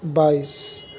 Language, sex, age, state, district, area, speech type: Urdu, male, 18-30, Uttar Pradesh, Saharanpur, urban, spontaneous